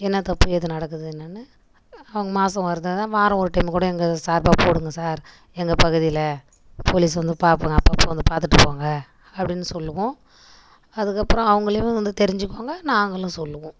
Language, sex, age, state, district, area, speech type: Tamil, female, 30-45, Tamil Nadu, Kallakurichi, rural, spontaneous